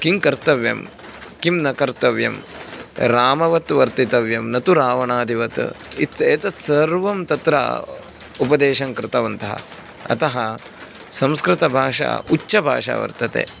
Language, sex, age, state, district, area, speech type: Sanskrit, male, 18-30, Karnataka, Uttara Kannada, rural, spontaneous